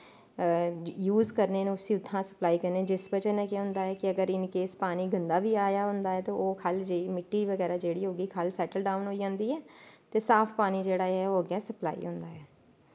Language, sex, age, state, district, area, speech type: Dogri, female, 30-45, Jammu and Kashmir, Udhampur, urban, spontaneous